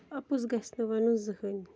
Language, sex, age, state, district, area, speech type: Kashmiri, female, 18-30, Jammu and Kashmir, Pulwama, rural, spontaneous